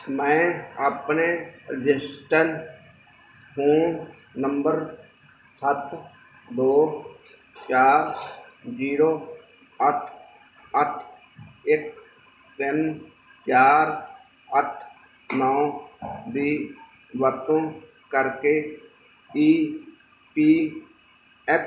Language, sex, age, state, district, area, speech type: Punjabi, male, 45-60, Punjab, Mansa, urban, read